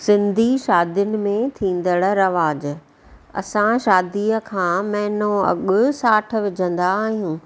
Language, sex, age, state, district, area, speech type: Sindhi, female, 45-60, Maharashtra, Thane, urban, spontaneous